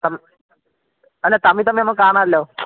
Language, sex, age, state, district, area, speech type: Malayalam, male, 18-30, Kerala, Kollam, rural, conversation